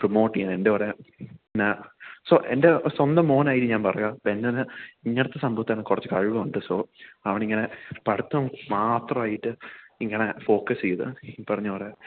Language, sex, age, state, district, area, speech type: Malayalam, male, 18-30, Kerala, Idukki, rural, conversation